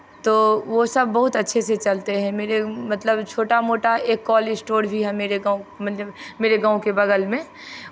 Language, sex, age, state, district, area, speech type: Hindi, female, 45-60, Bihar, Begusarai, rural, spontaneous